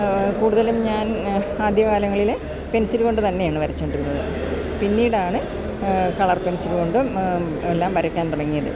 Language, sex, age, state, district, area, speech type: Malayalam, female, 60+, Kerala, Alappuzha, urban, spontaneous